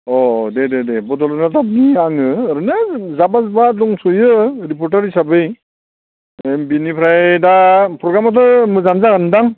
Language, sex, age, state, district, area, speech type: Bodo, male, 60+, Assam, Baksa, urban, conversation